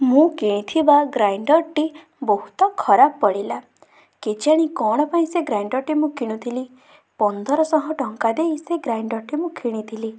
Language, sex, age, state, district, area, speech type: Odia, female, 18-30, Odisha, Bhadrak, rural, spontaneous